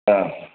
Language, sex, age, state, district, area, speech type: Malayalam, male, 45-60, Kerala, Kasaragod, urban, conversation